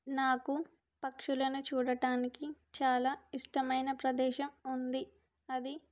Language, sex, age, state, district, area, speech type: Telugu, female, 18-30, Andhra Pradesh, Alluri Sitarama Raju, rural, spontaneous